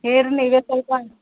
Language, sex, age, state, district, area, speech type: Kannada, female, 18-30, Karnataka, Gulbarga, rural, conversation